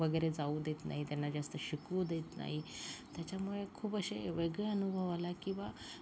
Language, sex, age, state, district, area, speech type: Marathi, female, 30-45, Maharashtra, Yavatmal, rural, spontaneous